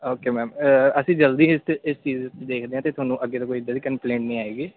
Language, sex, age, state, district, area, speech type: Punjabi, male, 18-30, Punjab, Ludhiana, urban, conversation